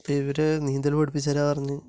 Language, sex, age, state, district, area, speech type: Malayalam, male, 30-45, Kerala, Kasaragod, urban, spontaneous